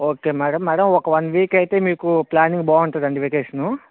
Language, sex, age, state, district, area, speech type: Telugu, male, 18-30, Andhra Pradesh, Vizianagaram, urban, conversation